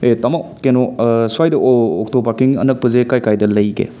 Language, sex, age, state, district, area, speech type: Manipuri, male, 30-45, Manipur, Imphal West, urban, spontaneous